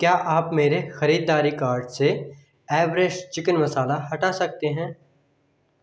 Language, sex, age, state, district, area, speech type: Hindi, male, 18-30, Madhya Pradesh, Bhopal, urban, read